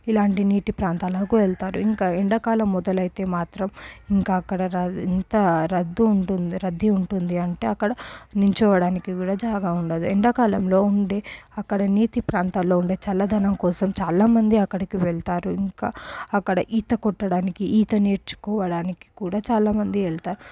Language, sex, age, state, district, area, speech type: Telugu, female, 18-30, Telangana, Medchal, urban, spontaneous